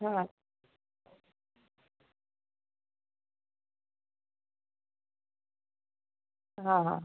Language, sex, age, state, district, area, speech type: Marathi, female, 18-30, Maharashtra, Amravati, urban, conversation